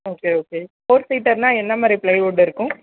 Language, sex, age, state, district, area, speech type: Tamil, female, 30-45, Tamil Nadu, Chennai, urban, conversation